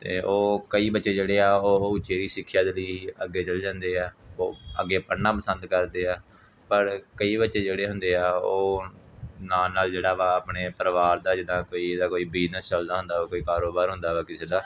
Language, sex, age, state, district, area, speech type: Punjabi, male, 18-30, Punjab, Gurdaspur, urban, spontaneous